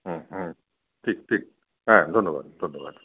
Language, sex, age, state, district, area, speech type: Bengali, male, 45-60, West Bengal, Paschim Bardhaman, urban, conversation